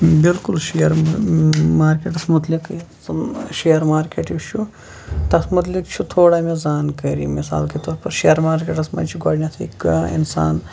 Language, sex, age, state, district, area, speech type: Kashmiri, male, 18-30, Jammu and Kashmir, Shopian, urban, spontaneous